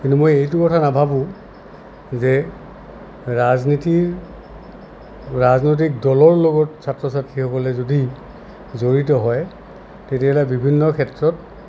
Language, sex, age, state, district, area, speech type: Assamese, male, 60+, Assam, Goalpara, urban, spontaneous